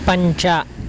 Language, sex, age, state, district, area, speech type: Sanskrit, male, 18-30, Karnataka, Chikkamagaluru, rural, read